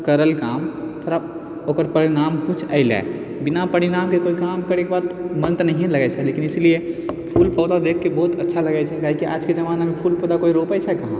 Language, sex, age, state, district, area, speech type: Maithili, male, 30-45, Bihar, Purnia, rural, spontaneous